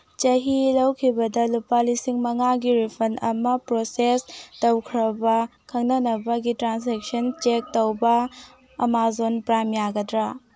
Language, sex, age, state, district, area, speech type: Manipuri, female, 18-30, Manipur, Tengnoupal, rural, read